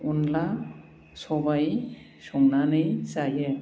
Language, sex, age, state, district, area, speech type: Bodo, female, 45-60, Assam, Baksa, rural, spontaneous